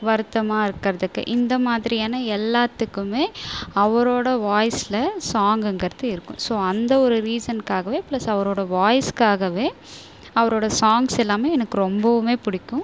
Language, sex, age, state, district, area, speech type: Tamil, female, 30-45, Tamil Nadu, Viluppuram, rural, spontaneous